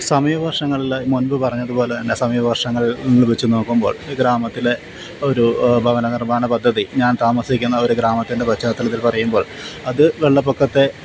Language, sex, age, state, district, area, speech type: Malayalam, male, 45-60, Kerala, Alappuzha, rural, spontaneous